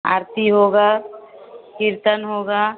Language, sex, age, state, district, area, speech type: Hindi, female, 30-45, Bihar, Vaishali, urban, conversation